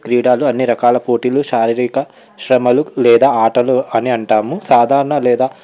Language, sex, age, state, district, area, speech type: Telugu, male, 18-30, Telangana, Vikarabad, urban, spontaneous